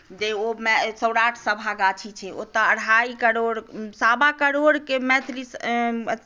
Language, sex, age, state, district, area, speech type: Maithili, female, 60+, Bihar, Madhubani, rural, spontaneous